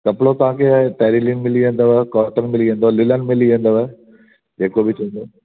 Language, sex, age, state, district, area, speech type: Sindhi, male, 45-60, Delhi, South Delhi, rural, conversation